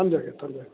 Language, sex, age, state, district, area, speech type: Manipuri, male, 45-60, Manipur, Kakching, rural, conversation